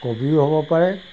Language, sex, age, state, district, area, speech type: Assamese, male, 60+, Assam, Golaghat, rural, spontaneous